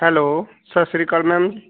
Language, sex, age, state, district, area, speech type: Punjabi, male, 45-60, Punjab, Pathankot, rural, conversation